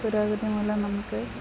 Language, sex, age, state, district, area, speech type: Malayalam, female, 30-45, Kerala, Idukki, rural, spontaneous